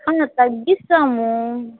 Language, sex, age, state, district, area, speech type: Telugu, female, 18-30, Andhra Pradesh, Nellore, rural, conversation